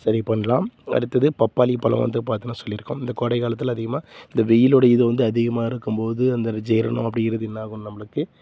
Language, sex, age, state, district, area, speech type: Tamil, male, 30-45, Tamil Nadu, Salem, rural, spontaneous